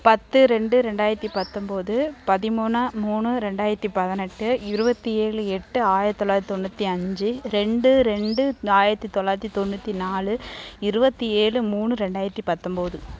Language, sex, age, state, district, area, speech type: Tamil, female, 18-30, Tamil Nadu, Namakkal, rural, spontaneous